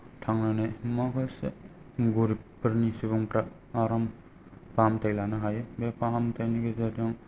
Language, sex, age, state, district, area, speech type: Bodo, male, 30-45, Assam, Kokrajhar, rural, spontaneous